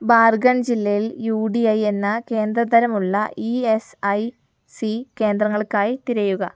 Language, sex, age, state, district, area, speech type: Malayalam, female, 18-30, Kerala, Wayanad, rural, read